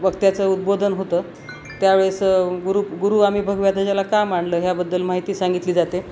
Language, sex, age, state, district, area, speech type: Marathi, female, 45-60, Maharashtra, Nanded, rural, spontaneous